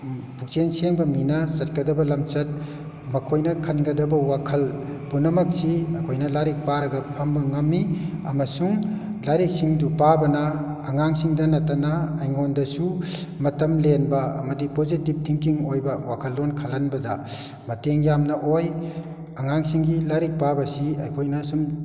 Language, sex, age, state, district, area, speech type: Manipuri, male, 60+, Manipur, Kakching, rural, spontaneous